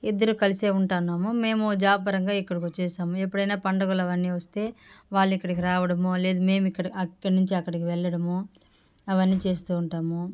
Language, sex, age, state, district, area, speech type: Telugu, female, 30-45, Andhra Pradesh, Sri Balaji, rural, spontaneous